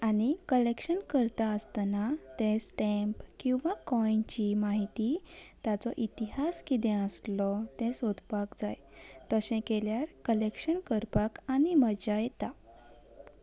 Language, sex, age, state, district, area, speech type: Goan Konkani, female, 18-30, Goa, Salcete, urban, spontaneous